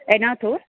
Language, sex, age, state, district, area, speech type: Sanskrit, female, 18-30, Andhra Pradesh, N T Rama Rao, urban, conversation